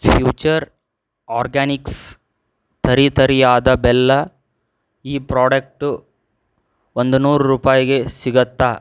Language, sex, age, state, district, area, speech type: Kannada, male, 30-45, Karnataka, Tumkur, urban, read